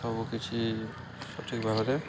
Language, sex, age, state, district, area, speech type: Odia, male, 18-30, Odisha, Balangir, urban, spontaneous